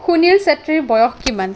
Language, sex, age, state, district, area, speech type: Assamese, female, 18-30, Assam, Kamrup Metropolitan, urban, read